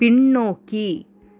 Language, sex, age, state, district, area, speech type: Tamil, female, 30-45, Tamil Nadu, Perambalur, rural, read